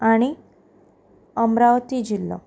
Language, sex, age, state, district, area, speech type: Goan Konkani, female, 18-30, Goa, Canacona, rural, spontaneous